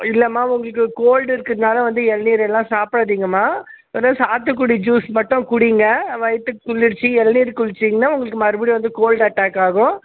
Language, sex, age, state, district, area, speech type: Tamil, male, 30-45, Tamil Nadu, Krishnagiri, rural, conversation